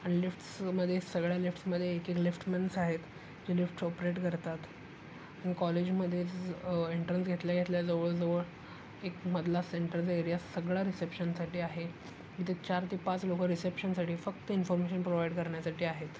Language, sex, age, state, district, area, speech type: Marathi, male, 18-30, Maharashtra, Sangli, urban, spontaneous